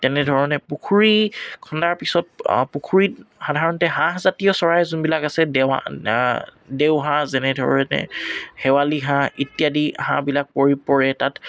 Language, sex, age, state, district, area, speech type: Assamese, male, 18-30, Assam, Tinsukia, rural, spontaneous